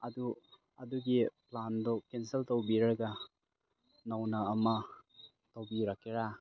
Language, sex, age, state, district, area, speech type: Manipuri, male, 30-45, Manipur, Chandel, rural, spontaneous